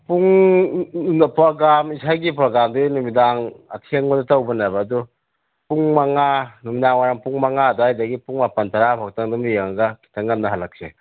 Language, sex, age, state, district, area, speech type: Manipuri, male, 30-45, Manipur, Bishnupur, rural, conversation